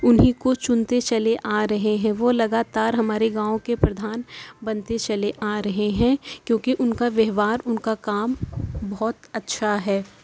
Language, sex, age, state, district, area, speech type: Urdu, female, 18-30, Uttar Pradesh, Mirzapur, rural, spontaneous